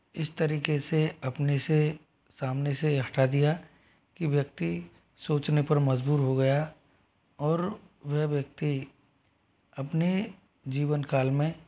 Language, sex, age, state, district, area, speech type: Hindi, male, 45-60, Rajasthan, Jodhpur, rural, spontaneous